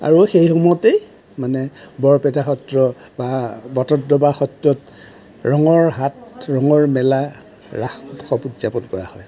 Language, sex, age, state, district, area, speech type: Assamese, male, 45-60, Assam, Darrang, rural, spontaneous